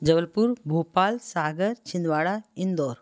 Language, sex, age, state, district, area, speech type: Hindi, female, 60+, Madhya Pradesh, Betul, urban, spontaneous